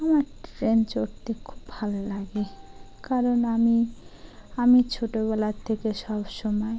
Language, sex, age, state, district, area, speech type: Bengali, female, 30-45, West Bengal, Dakshin Dinajpur, urban, spontaneous